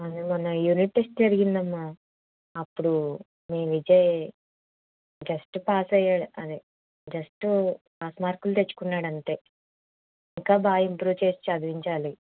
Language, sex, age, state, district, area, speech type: Telugu, female, 18-30, Andhra Pradesh, Eluru, rural, conversation